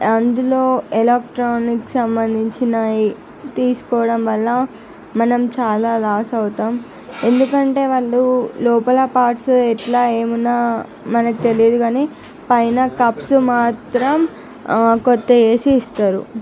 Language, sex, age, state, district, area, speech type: Telugu, female, 45-60, Andhra Pradesh, Visakhapatnam, urban, spontaneous